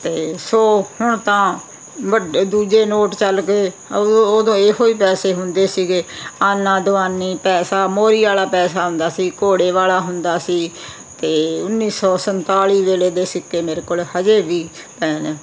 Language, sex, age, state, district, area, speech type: Punjabi, female, 60+, Punjab, Muktsar, urban, spontaneous